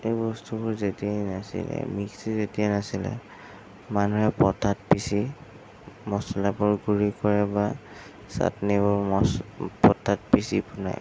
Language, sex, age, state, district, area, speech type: Assamese, male, 18-30, Assam, Sonitpur, urban, spontaneous